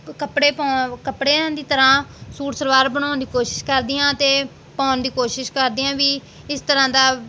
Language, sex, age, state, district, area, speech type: Punjabi, female, 18-30, Punjab, Mansa, rural, spontaneous